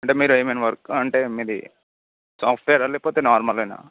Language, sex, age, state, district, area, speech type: Telugu, male, 30-45, Telangana, Vikarabad, urban, conversation